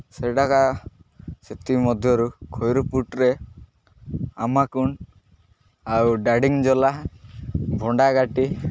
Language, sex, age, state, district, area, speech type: Odia, male, 18-30, Odisha, Malkangiri, urban, spontaneous